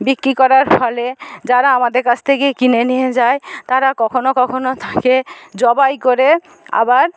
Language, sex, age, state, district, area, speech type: Bengali, female, 60+, West Bengal, Paschim Medinipur, rural, spontaneous